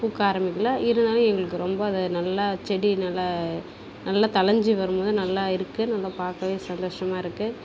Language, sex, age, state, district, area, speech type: Tamil, female, 45-60, Tamil Nadu, Kallakurichi, rural, spontaneous